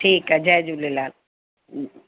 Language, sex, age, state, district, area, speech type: Sindhi, female, 45-60, Delhi, South Delhi, urban, conversation